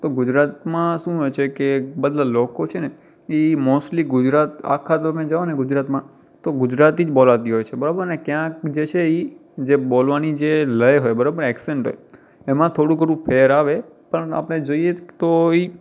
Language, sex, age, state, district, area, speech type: Gujarati, male, 18-30, Gujarat, Kutch, rural, spontaneous